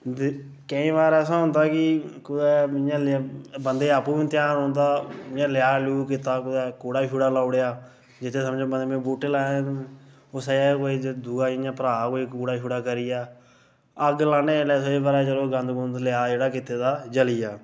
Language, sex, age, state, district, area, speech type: Dogri, male, 18-30, Jammu and Kashmir, Reasi, urban, spontaneous